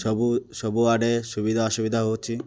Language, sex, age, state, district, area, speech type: Odia, male, 18-30, Odisha, Malkangiri, urban, spontaneous